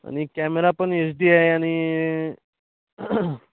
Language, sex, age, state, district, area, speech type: Marathi, male, 18-30, Maharashtra, Amravati, urban, conversation